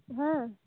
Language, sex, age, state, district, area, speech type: Santali, female, 18-30, West Bengal, Birbhum, rural, conversation